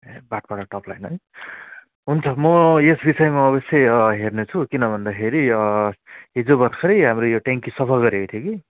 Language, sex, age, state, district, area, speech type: Nepali, male, 45-60, West Bengal, Alipurduar, rural, conversation